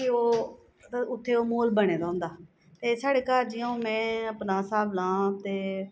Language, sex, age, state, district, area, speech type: Dogri, female, 45-60, Jammu and Kashmir, Jammu, urban, spontaneous